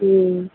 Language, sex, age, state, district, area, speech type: Urdu, female, 18-30, Telangana, Hyderabad, urban, conversation